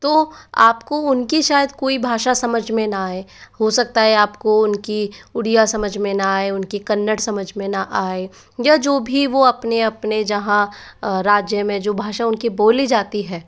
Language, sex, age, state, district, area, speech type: Hindi, female, 30-45, Rajasthan, Jaipur, urban, spontaneous